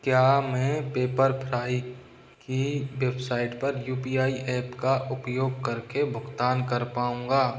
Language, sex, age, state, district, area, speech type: Hindi, male, 30-45, Rajasthan, Karauli, rural, read